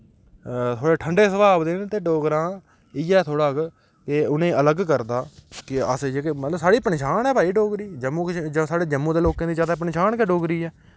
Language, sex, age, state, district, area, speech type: Dogri, male, 18-30, Jammu and Kashmir, Udhampur, rural, spontaneous